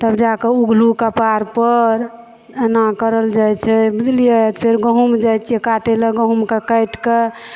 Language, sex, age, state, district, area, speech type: Maithili, female, 45-60, Bihar, Supaul, rural, spontaneous